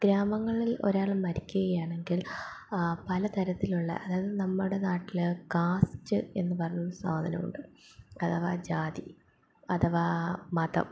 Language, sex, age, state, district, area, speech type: Malayalam, female, 18-30, Kerala, Palakkad, rural, spontaneous